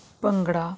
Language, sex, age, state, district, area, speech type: Punjabi, female, 45-60, Punjab, Jalandhar, rural, spontaneous